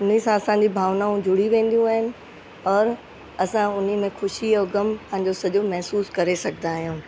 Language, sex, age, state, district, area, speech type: Sindhi, female, 60+, Uttar Pradesh, Lucknow, urban, spontaneous